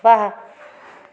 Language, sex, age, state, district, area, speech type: Sindhi, female, 45-60, Gujarat, Junagadh, urban, read